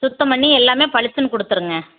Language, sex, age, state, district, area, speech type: Tamil, female, 45-60, Tamil Nadu, Erode, rural, conversation